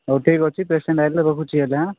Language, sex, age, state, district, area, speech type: Odia, male, 18-30, Odisha, Nabarangpur, urban, conversation